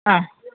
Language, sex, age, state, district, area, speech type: Malayalam, female, 30-45, Kerala, Pathanamthitta, rural, conversation